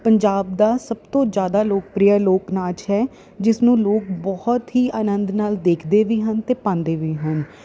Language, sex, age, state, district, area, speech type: Punjabi, female, 30-45, Punjab, Ludhiana, urban, spontaneous